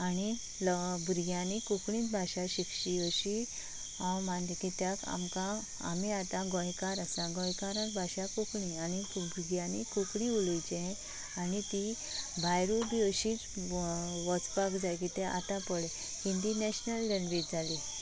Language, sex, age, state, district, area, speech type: Goan Konkani, female, 18-30, Goa, Canacona, rural, spontaneous